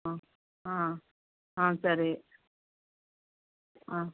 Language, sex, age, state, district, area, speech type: Tamil, female, 45-60, Tamil Nadu, Viluppuram, rural, conversation